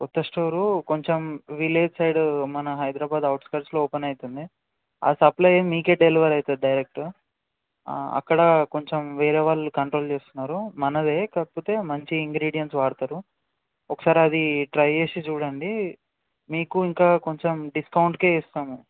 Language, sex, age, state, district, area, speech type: Telugu, male, 18-30, Telangana, Vikarabad, urban, conversation